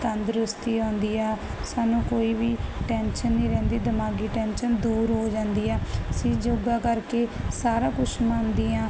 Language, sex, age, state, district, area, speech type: Punjabi, female, 30-45, Punjab, Barnala, rural, spontaneous